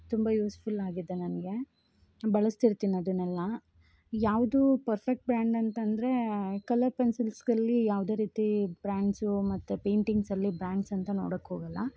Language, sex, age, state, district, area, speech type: Kannada, female, 18-30, Karnataka, Chikkamagaluru, rural, spontaneous